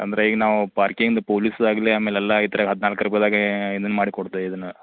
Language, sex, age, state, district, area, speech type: Kannada, male, 30-45, Karnataka, Belgaum, rural, conversation